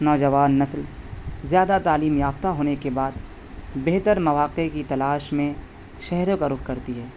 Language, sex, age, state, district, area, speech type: Urdu, male, 18-30, Delhi, North West Delhi, urban, spontaneous